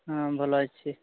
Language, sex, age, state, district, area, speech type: Odia, male, 18-30, Odisha, Mayurbhanj, rural, conversation